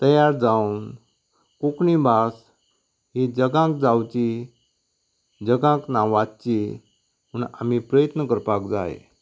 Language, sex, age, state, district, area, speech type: Goan Konkani, male, 60+, Goa, Canacona, rural, spontaneous